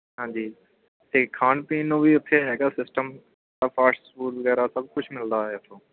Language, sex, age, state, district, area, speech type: Punjabi, male, 30-45, Punjab, Kapurthala, rural, conversation